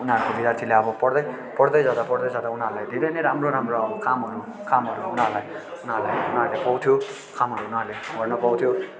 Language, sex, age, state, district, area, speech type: Nepali, male, 18-30, West Bengal, Darjeeling, rural, spontaneous